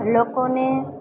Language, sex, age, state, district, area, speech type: Gujarati, female, 18-30, Gujarat, Junagadh, rural, spontaneous